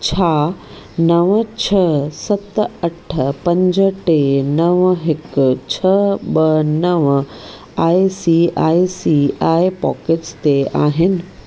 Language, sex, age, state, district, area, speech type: Sindhi, female, 30-45, Maharashtra, Thane, urban, read